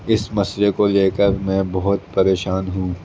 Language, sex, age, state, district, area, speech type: Urdu, male, 18-30, Delhi, East Delhi, urban, spontaneous